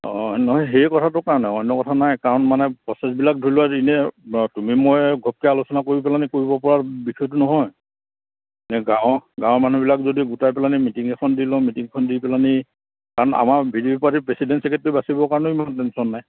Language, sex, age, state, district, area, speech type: Assamese, male, 45-60, Assam, Lakhimpur, rural, conversation